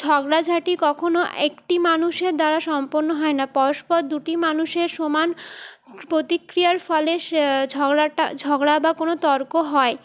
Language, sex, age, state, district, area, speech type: Bengali, female, 30-45, West Bengal, Purulia, urban, spontaneous